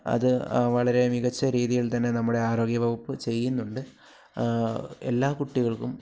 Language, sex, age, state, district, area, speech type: Malayalam, male, 18-30, Kerala, Alappuzha, rural, spontaneous